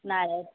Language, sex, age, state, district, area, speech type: Kannada, female, 60+, Karnataka, Belgaum, rural, conversation